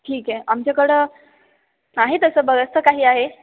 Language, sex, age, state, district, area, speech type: Marathi, female, 18-30, Maharashtra, Ahmednagar, rural, conversation